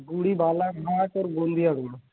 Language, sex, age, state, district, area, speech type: Hindi, male, 18-30, Madhya Pradesh, Balaghat, rural, conversation